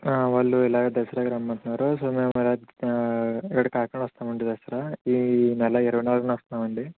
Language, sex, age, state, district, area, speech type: Telugu, male, 60+, Andhra Pradesh, Kakinada, rural, conversation